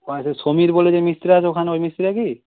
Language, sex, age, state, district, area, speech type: Bengali, male, 18-30, West Bengal, Hooghly, urban, conversation